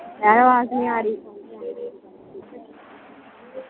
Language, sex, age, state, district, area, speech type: Dogri, female, 18-30, Jammu and Kashmir, Udhampur, rural, conversation